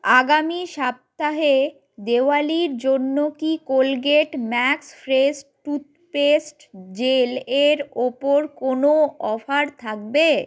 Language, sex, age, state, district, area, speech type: Bengali, female, 18-30, West Bengal, Jalpaiguri, rural, read